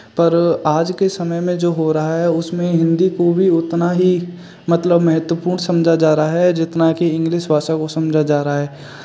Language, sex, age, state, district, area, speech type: Hindi, male, 18-30, Rajasthan, Bharatpur, rural, spontaneous